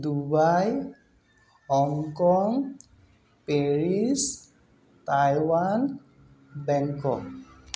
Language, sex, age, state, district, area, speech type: Assamese, male, 30-45, Assam, Tinsukia, urban, spontaneous